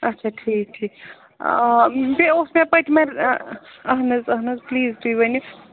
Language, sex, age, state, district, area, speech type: Kashmiri, female, 30-45, Jammu and Kashmir, Srinagar, urban, conversation